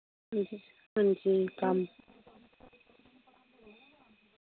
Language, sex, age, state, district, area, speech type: Dogri, female, 30-45, Jammu and Kashmir, Reasi, urban, conversation